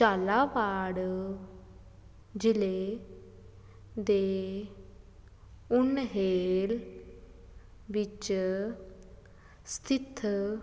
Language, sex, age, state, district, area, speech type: Punjabi, female, 18-30, Punjab, Fazilka, rural, read